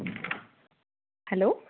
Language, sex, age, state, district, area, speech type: Assamese, female, 30-45, Assam, Majuli, urban, conversation